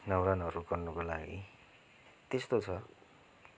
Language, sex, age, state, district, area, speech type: Nepali, male, 30-45, West Bengal, Kalimpong, rural, spontaneous